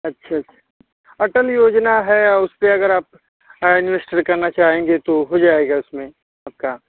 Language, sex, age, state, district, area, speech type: Hindi, male, 18-30, Uttar Pradesh, Ghazipur, rural, conversation